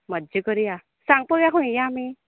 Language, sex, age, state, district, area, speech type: Goan Konkani, female, 30-45, Goa, Canacona, rural, conversation